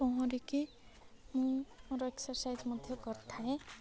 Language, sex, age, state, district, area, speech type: Odia, female, 18-30, Odisha, Nabarangpur, urban, spontaneous